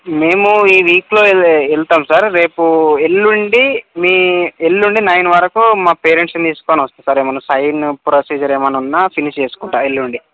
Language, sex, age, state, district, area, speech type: Telugu, male, 18-30, Telangana, Mancherial, rural, conversation